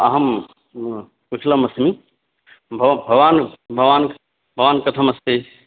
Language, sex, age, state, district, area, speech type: Sanskrit, male, 18-30, Bihar, Gaya, urban, conversation